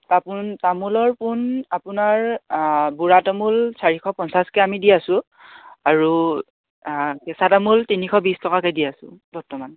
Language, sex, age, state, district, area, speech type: Assamese, male, 18-30, Assam, Dhemaji, rural, conversation